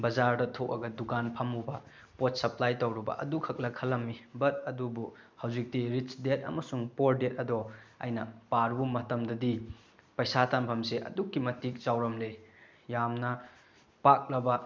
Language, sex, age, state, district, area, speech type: Manipuri, male, 30-45, Manipur, Bishnupur, rural, spontaneous